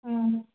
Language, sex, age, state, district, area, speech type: Manipuri, female, 45-60, Manipur, Imphal West, urban, conversation